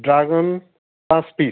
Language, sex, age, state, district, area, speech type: Bengali, male, 60+, West Bengal, Howrah, urban, conversation